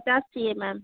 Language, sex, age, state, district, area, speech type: Hindi, female, 18-30, Madhya Pradesh, Betul, urban, conversation